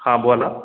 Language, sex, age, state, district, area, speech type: Marathi, male, 18-30, Maharashtra, Osmanabad, rural, conversation